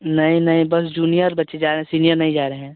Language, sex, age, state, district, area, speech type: Hindi, male, 18-30, Uttar Pradesh, Chandauli, rural, conversation